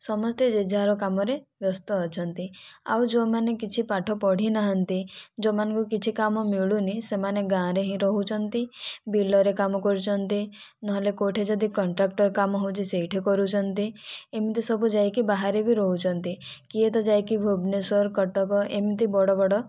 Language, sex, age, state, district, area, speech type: Odia, female, 18-30, Odisha, Kandhamal, rural, spontaneous